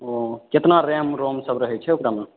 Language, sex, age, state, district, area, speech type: Maithili, male, 18-30, Bihar, Purnia, rural, conversation